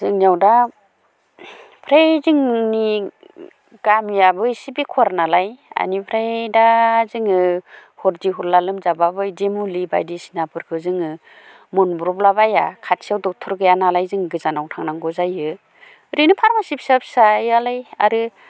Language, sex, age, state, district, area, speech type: Bodo, female, 45-60, Assam, Baksa, rural, spontaneous